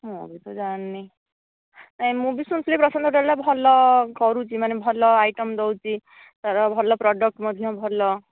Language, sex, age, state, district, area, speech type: Odia, female, 18-30, Odisha, Nayagarh, rural, conversation